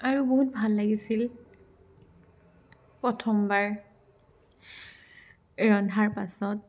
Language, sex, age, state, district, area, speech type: Assamese, female, 18-30, Assam, Tinsukia, rural, spontaneous